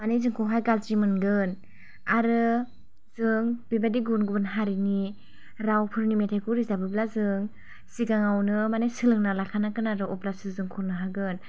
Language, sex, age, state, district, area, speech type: Bodo, female, 18-30, Assam, Chirang, rural, spontaneous